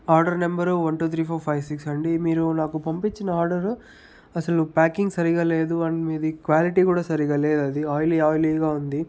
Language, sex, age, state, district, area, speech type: Telugu, male, 30-45, Andhra Pradesh, Chittoor, rural, spontaneous